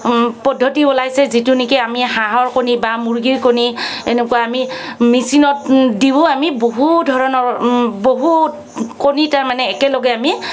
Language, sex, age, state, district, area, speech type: Assamese, female, 45-60, Assam, Kamrup Metropolitan, urban, spontaneous